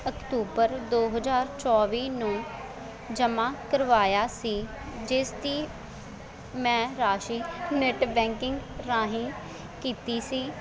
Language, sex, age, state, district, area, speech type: Punjabi, female, 18-30, Punjab, Faridkot, rural, spontaneous